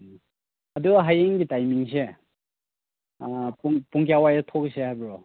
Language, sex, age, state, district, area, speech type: Manipuri, male, 30-45, Manipur, Chandel, rural, conversation